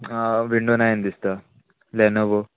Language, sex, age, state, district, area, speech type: Goan Konkani, male, 18-30, Goa, Murmgao, rural, conversation